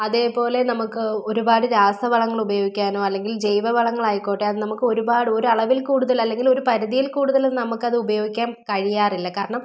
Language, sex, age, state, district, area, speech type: Malayalam, female, 30-45, Kerala, Thiruvananthapuram, rural, spontaneous